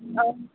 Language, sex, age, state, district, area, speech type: Assamese, female, 18-30, Assam, Dhemaji, urban, conversation